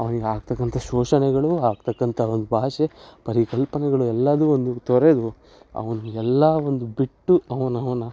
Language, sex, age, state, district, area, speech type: Kannada, male, 18-30, Karnataka, Shimoga, rural, spontaneous